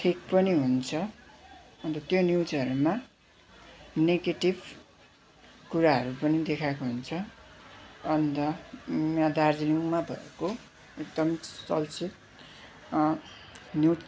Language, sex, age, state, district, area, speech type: Nepali, male, 18-30, West Bengal, Darjeeling, rural, spontaneous